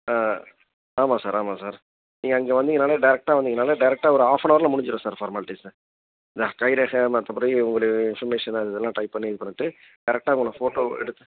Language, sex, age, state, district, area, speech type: Tamil, male, 30-45, Tamil Nadu, Salem, rural, conversation